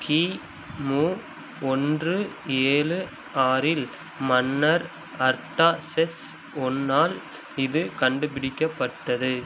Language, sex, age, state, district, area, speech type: Tamil, male, 18-30, Tamil Nadu, Madurai, urban, read